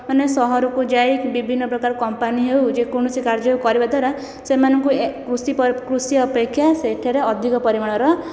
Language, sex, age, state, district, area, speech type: Odia, female, 18-30, Odisha, Khordha, rural, spontaneous